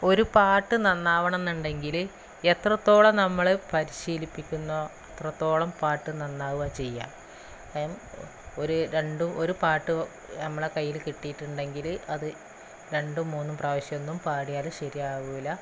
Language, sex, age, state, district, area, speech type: Malayalam, female, 30-45, Kerala, Malappuram, rural, spontaneous